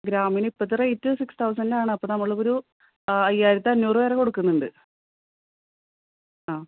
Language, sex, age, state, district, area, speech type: Malayalam, female, 30-45, Kerala, Thrissur, urban, conversation